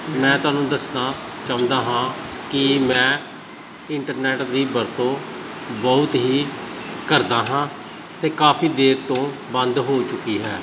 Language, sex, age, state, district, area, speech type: Punjabi, male, 30-45, Punjab, Gurdaspur, rural, spontaneous